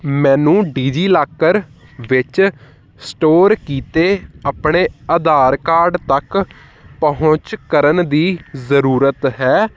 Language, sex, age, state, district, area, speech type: Punjabi, male, 18-30, Punjab, Hoshiarpur, urban, read